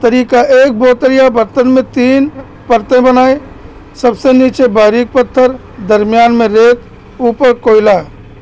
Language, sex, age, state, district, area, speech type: Urdu, male, 30-45, Uttar Pradesh, Balrampur, rural, spontaneous